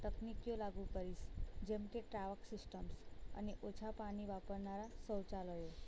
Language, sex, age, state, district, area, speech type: Gujarati, female, 18-30, Gujarat, Anand, rural, spontaneous